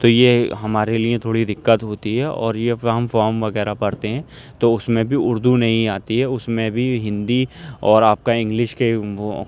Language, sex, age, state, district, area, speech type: Urdu, male, 18-30, Uttar Pradesh, Aligarh, urban, spontaneous